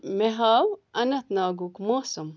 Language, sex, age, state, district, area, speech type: Kashmiri, female, 30-45, Jammu and Kashmir, Ganderbal, rural, read